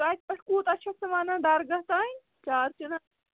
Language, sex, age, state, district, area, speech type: Kashmiri, female, 45-60, Jammu and Kashmir, Srinagar, urban, conversation